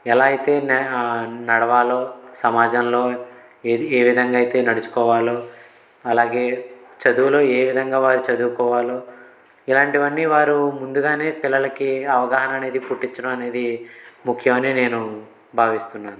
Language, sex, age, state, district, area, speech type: Telugu, male, 18-30, Andhra Pradesh, Konaseema, rural, spontaneous